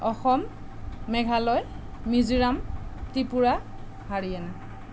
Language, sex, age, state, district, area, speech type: Assamese, female, 30-45, Assam, Sonitpur, rural, spontaneous